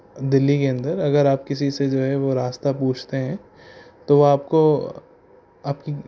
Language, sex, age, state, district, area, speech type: Urdu, male, 18-30, Delhi, North East Delhi, urban, spontaneous